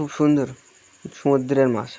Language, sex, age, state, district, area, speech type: Bengali, male, 30-45, West Bengal, Birbhum, urban, spontaneous